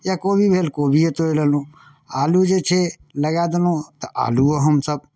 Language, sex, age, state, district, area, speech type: Maithili, male, 30-45, Bihar, Darbhanga, urban, spontaneous